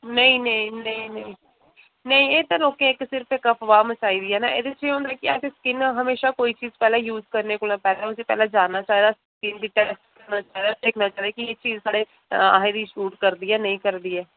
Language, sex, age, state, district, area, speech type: Dogri, female, 18-30, Jammu and Kashmir, Jammu, rural, conversation